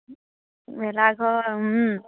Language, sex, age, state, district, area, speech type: Assamese, female, 18-30, Assam, Charaideo, rural, conversation